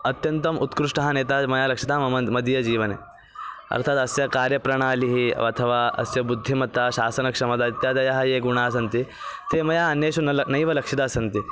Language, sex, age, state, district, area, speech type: Sanskrit, male, 18-30, Maharashtra, Thane, urban, spontaneous